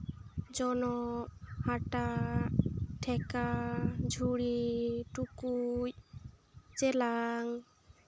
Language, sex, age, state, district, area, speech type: Santali, female, 18-30, West Bengal, Jhargram, rural, spontaneous